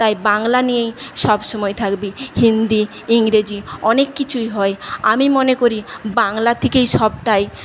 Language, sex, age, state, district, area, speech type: Bengali, female, 45-60, West Bengal, Paschim Medinipur, rural, spontaneous